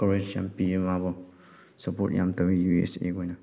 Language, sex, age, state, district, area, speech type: Manipuri, male, 18-30, Manipur, Chandel, rural, spontaneous